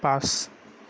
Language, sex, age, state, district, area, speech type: Assamese, male, 30-45, Assam, Darrang, rural, read